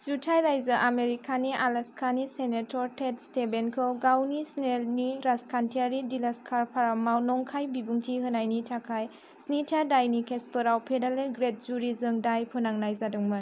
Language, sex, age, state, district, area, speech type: Bodo, female, 18-30, Assam, Chirang, rural, read